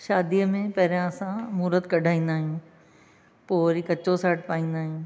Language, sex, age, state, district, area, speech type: Sindhi, other, 60+, Maharashtra, Thane, urban, spontaneous